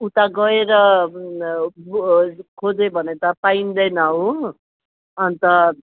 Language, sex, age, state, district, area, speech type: Nepali, female, 60+, West Bengal, Jalpaiguri, urban, conversation